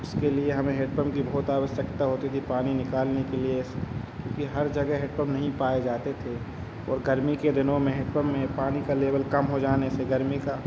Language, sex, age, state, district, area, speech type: Hindi, male, 30-45, Madhya Pradesh, Hoshangabad, rural, spontaneous